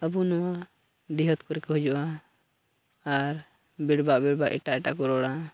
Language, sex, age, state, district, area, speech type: Santali, male, 18-30, Jharkhand, Pakur, rural, spontaneous